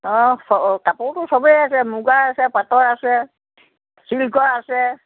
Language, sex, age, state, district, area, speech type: Assamese, female, 60+, Assam, Biswanath, rural, conversation